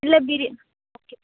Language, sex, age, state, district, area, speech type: Tamil, female, 18-30, Tamil Nadu, Krishnagiri, rural, conversation